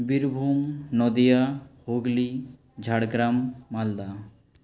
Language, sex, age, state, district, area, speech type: Bengali, male, 45-60, West Bengal, Purulia, urban, spontaneous